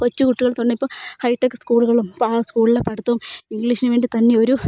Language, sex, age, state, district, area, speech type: Malayalam, female, 18-30, Kerala, Kozhikode, rural, spontaneous